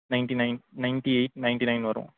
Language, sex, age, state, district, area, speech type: Tamil, male, 18-30, Tamil Nadu, Mayiladuthurai, rural, conversation